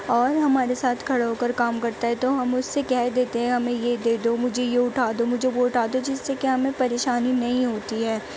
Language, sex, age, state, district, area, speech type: Urdu, female, 18-30, Delhi, Central Delhi, urban, spontaneous